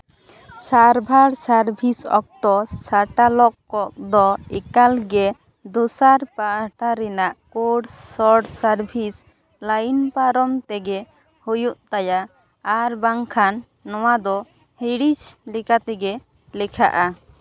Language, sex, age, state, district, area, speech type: Santali, female, 18-30, West Bengal, Purba Bardhaman, rural, read